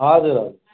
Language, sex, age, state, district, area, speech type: Nepali, male, 45-60, West Bengal, Darjeeling, rural, conversation